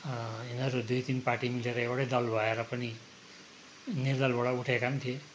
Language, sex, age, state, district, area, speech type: Nepali, male, 60+, West Bengal, Darjeeling, rural, spontaneous